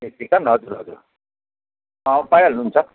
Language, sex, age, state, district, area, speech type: Nepali, male, 45-60, West Bengal, Kalimpong, rural, conversation